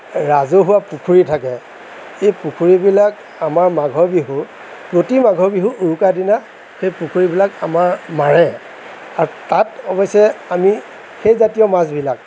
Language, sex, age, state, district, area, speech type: Assamese, male, 60+, Assam, Nagaon, rural, spontaneous